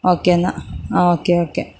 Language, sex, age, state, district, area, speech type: Malayalam, female, 30-45, Kerala, Malappuram, urban, spontaneous